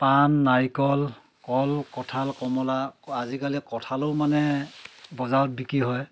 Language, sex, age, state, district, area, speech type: Assamese, male, 30-45, Assam, Dhemaji, urban, spontaneous